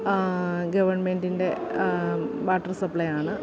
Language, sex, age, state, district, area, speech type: Malayalam, female, 30-45, Kerala, Alappuzha, rural, spontaneous